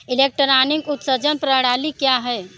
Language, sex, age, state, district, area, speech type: Hindi, female, 45-60, Uttar Pradesh, Mirzapur, rural, read